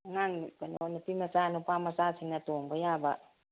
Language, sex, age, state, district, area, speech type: Manipuri, female, 60+, Manipur, Kangpokpi, urban, conversation